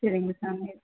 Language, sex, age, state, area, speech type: Tamil, female, 30-45, Tamil Nadu, rural, conversation